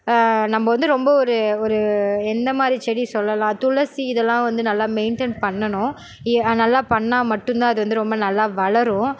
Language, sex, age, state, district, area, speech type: Tamil, female, 30-45, Tamil Nadu, Perambalur, rural, spontaneous